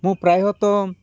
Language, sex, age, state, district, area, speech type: Odia, male, 45-60, Odisha, Nabarangpur, rural, spontaneous